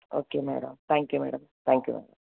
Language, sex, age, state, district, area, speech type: Telugu, female, 45-60, Andhra Pradesh, Eluru, urban, conversation